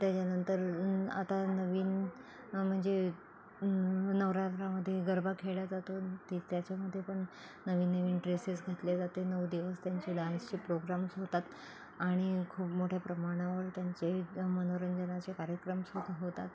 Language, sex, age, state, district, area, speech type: Marathi, female, 45-60, Maharashtra, Nagpur, urban, spontaneous